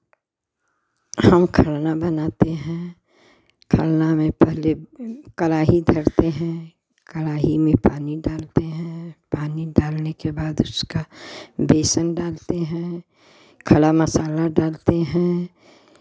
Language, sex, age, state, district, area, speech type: Hindi, female, 60+, Uttar Pradesh, Chandauli, urban, spontaneous